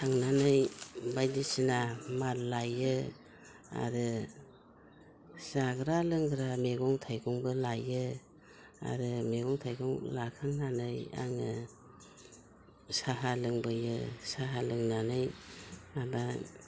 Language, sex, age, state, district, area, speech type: Bodo, female, 60+, Assam, Udalguri, rural, spontaneous